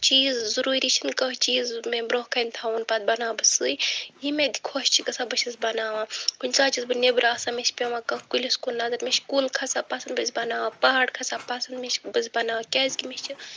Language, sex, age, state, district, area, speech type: Kashmiri, female, 30-45, Jammu and Kashmir, Bandipora, rural, spontaneous